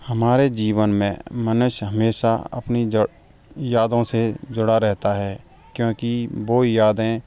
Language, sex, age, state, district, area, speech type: Hindi, male, 18-30, Rajasthan, Karauli, rural, spontaneous